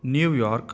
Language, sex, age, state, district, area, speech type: Kannada, male, 30-45, Karnataka, Chikkaballapur, urban, spontaneous